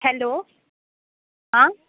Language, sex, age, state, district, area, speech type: Hindi, female, 18-30, Uttar Pradesh, Sonbhadra, rural, conversation